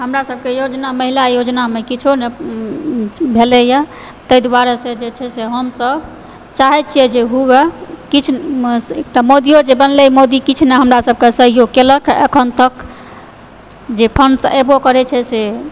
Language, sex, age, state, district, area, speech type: Maithili, female, 45-60, Bihar, Supaul, rural, spontaneous